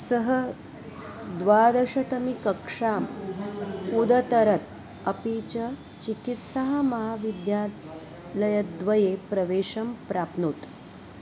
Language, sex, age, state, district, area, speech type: Sanskrit, female, 45-60, Maharashtra, Nagpur, urban, read